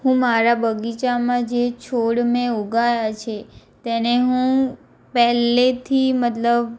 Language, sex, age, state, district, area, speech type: Gujarati, female, 18-30, Gujarat, Anand, rural, spontaneous